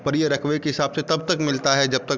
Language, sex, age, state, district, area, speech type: Hindi, male, 30-45, Bihar, Darbhanga, rural, spontaneous